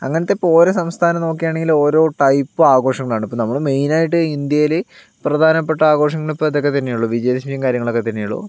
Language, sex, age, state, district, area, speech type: Malayalam, male, 60+, Kerala, Palakkad, rural, spontaneous